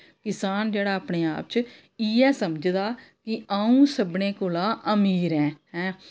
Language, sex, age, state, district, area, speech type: Dogri, female, 30-45, Jammu and Kashmir, Samba, rural, spontaneous